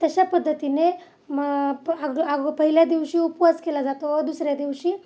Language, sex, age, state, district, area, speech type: Marathi, female, 30-45, Maharashtra, Osmanabad, rural, spontaneous